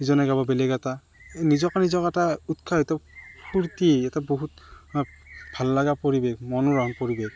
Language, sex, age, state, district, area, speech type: Assamese, male, 30-45, Assam, Morigaon, rural, spontaneous